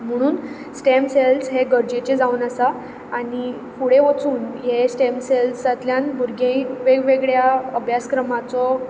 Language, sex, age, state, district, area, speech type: Goan Konkani, female, 18-30, Goa, Ponda, rural, spontaneous